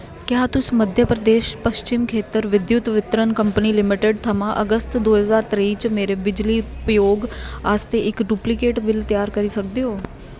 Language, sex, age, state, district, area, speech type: Dogri, female, 18-30, Jammu and Kashmir, Kathua, rural, read